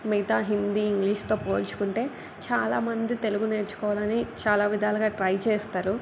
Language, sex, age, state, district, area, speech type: Telugu, female, 18-30, Telangana, Mancherial, rural, spontaneous